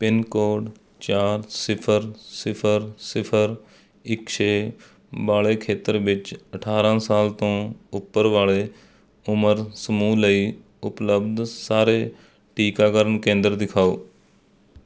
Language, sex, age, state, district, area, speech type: Punjabi, male, 30-45, Punjab, Mohali, rural, read